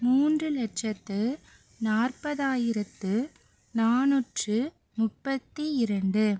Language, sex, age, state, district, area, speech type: Tamil, female, 30-45, Tamil Nadu, Pudukkottai, rural, spontaneous